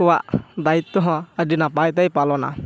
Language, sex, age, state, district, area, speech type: Santali, male, 18-30, West Bengal, Purba Bardhaman, rural, spontaneous